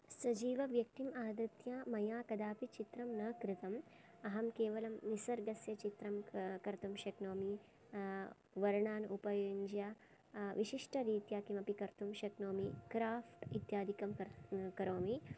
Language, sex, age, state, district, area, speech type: Sanskrit, female, 18-30, Karnataka, Chikkamagaluru, rural, spontaneous